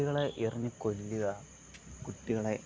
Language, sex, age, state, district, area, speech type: Malayalam, male, 18-30, Kerala, Thiruvananthapuram, rural, spontaneous